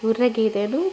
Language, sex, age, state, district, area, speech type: Telugu, female, 18-30, Telangana, Jagtial, rural, spontaneous